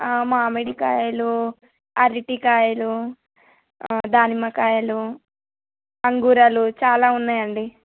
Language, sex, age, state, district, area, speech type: Telugu, female, 18-30, Telangana, Medchal, urban, conversation